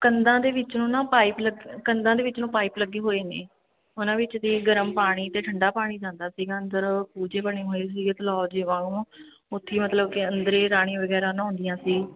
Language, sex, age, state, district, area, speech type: Punjabi, female, 30-45, Punjab, Fatehgarh Sahib, rural, conversation